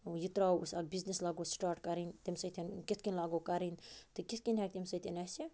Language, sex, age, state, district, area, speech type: Kashmiri, male, 45-60, Jammu and Kashmir, Budgam, rural, spontaneous